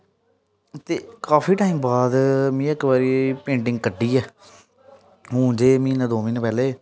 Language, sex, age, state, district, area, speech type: Dogri, male, 18-30, Jammu and Kashmir, Jammu, rural, spontaneous